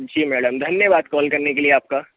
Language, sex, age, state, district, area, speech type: Hindi, male, 45-60, Madhya Pradesh, Bhopal, urban, conversation